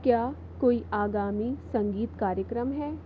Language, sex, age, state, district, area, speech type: Hindi, female, 18-30, Madhya Pradesh, Jabalpur, urban, read